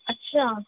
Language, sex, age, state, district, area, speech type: Urdu, female, 18-30, Uttar Pradesh, Rampur, urban, conversation